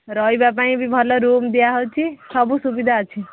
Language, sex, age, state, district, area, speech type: Odia, female, 30-45, Odisha, Sambalpur, rural, conversation